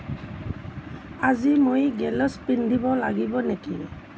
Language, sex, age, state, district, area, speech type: Assamese, female, 60+, Assam, Nalbari, rural, read